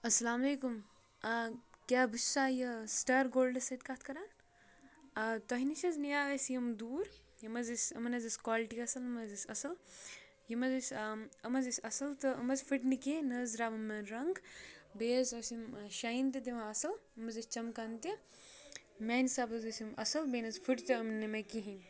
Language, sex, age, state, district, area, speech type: Kashmiri, female, 30-45, Jammu and Kashmir, Kupwara, rural, spontaneous